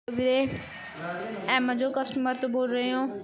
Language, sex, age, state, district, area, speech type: Punjabi, female, 18-30, Punjab, Bathinda, rural, spontaneous